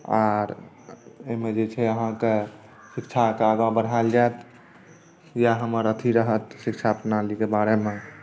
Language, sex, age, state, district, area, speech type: Maithili, male, 30-45, Bihar, Saharsa, urban, spontaneous